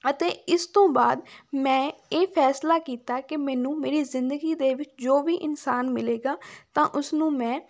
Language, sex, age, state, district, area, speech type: Punjabi, female, 18-30, Punjab, Fatehgarh Sahib, rural, spontaneous